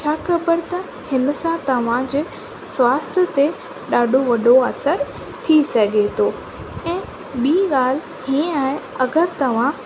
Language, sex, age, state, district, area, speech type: Sindhi, female, 18-30, Rajasthan, Ajmer, urban, spontaneous